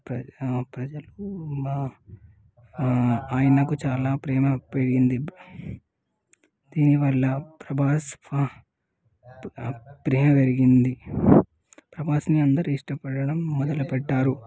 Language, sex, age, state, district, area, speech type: Telugu, male, 18-30, Telangana, Nalgonda, urban, spontaneous